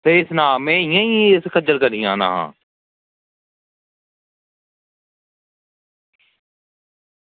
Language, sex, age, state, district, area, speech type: Dogri, male, 18-30, Jammu and Kashmir, Samba, rural, conversation